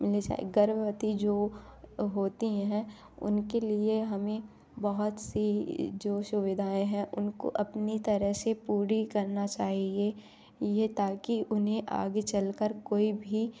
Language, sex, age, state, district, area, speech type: Hindi, female, 18-30, Madhya Pradesh, Katni, rural, spontaneous